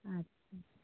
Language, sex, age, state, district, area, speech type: Maithili, female, 60+, Bihar, Begusarai, rural, conversation